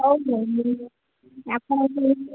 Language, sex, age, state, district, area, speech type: Odia, female, 18-30, Odisha, Sundergarh, urban, conversation